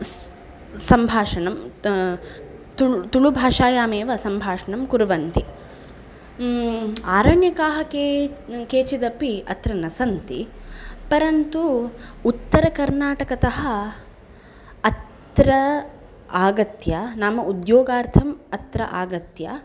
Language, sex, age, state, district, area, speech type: Sanskrit, female, 18-30, Karnataka, Udupi, urban, spontaneous